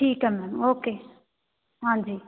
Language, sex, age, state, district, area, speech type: Punjabi, female, 18-30, Punjab, Patiala, urban, conversation